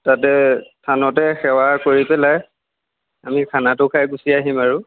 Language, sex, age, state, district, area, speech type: Assamese, male, 18-30, Assam, Lakhimpur, rural, conversation